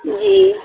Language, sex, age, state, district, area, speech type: Urdu, female, 45-60, Bihar, Supaul, rural, conversation